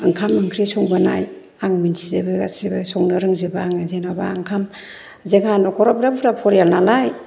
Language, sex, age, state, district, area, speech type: Bodo, female, 30-45, Assam, Chirang, urban, spontaneous